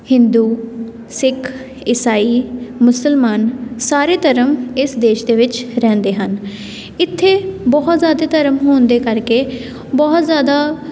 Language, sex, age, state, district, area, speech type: Punjabi, female, 18-30, Punjab, Tarn Taran, urban, spontaneous